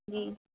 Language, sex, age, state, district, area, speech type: Urdu, female, 18-30, Uttar Pradesh, Mau, urban, conversation